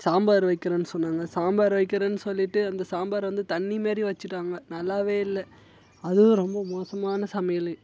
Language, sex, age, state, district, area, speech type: Tamil, male, 18-30, Tamil Nadu, Tiruvannamalai, rural, spontaneous